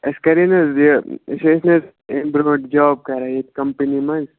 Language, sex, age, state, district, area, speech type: Kashmiri, male, 18-30, Jammu and Kashmir, Baramulla, rural, conversation